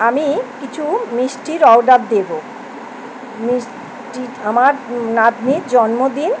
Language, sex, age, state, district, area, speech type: Bengali, female, 60+, West Bengal, Kolkata, urban, spontaneous